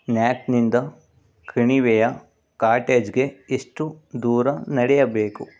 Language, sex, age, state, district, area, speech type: Kannada, male, 45-60, Karnataka, Chikkaballapur, urban, read